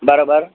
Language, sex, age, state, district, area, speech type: Sindhi, male, 30-45, Maharashtra, Thane, urban, conversation